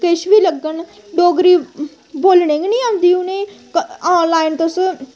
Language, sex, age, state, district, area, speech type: Dogri, female, 18-30, Jammu and Kashmir, Samba, rural, spontaneous